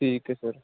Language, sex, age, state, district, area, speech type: Punjabi, male, 30-45, Punjab, Barnala, rural, conversation